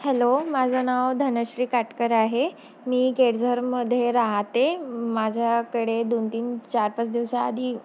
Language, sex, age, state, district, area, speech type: Marathi, female, 18-30, Maharashtra, Wardha, rural, spontaneous